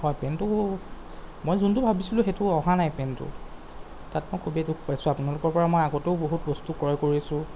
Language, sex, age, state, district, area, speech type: Assamese, male, 30-45, Assam, Golaghat, urban, spontaneous